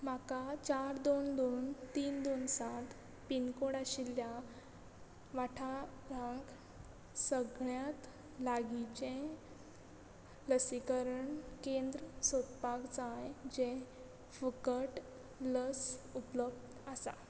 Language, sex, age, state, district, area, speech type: Goan Konkani, female, 18-30, Goa, Quepem, rural, read